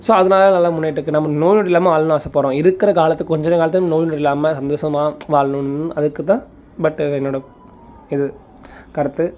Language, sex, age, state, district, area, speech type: Tamil, male, 30-45, Tamil Nadu, Ariyalur, rural, spontaneous